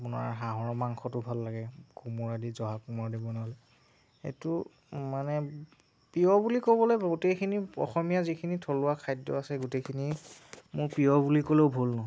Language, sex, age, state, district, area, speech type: Assamese, female, 18-30, Assam, Nagaon, rural, spontaneous